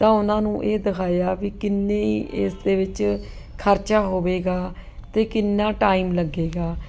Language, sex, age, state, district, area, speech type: Punjabi, female, 30-45, Punjab, Ludhiana, urban, spontaneous